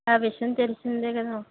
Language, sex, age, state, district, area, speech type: Telugu, female, 60+, Andhra Pradesh, Kakinada, rural, conversation